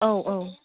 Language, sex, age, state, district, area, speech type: Bodo, female, 30-45, Assam, Chirang, rural, conversation